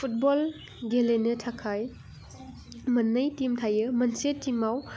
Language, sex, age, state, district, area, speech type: Bodo, female, 18-30, Assam, Udalguri, urban, spontaneous